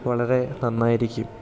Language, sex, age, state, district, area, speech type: Malayalam, male, 18-30, Kerala, Idukki, rural, spontaneous